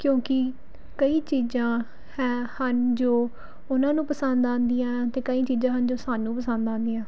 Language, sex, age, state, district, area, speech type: Punjabi, female, 18-30, Punjab, Pathankot, urban, spontaneous